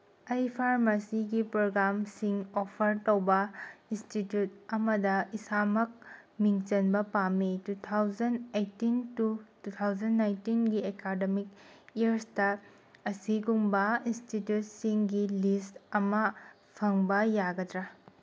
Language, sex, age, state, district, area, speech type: Manipuri, female, 18-30, Manipur, Tengnoupal, rural, read